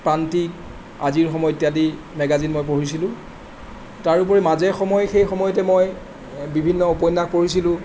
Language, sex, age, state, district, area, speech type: Assamese, male, 45-60, Assam, Charaideo, urban, spontaneous